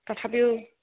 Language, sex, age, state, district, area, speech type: Assamese, female, 30-45, Assam, Dhemaji, rural, conversation